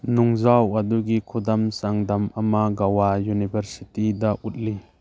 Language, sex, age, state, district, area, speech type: Manipuri, male, 30-45, Manipur, Churachandpur, rural, read